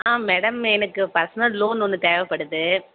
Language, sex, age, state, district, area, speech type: Tamil, female, 30-45, Tamil Nadu, Tirupattur, rural, conversation